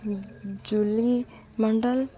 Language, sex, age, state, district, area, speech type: Odia, female, 18-30, Odisha, Malkangiri, urban, spontaneous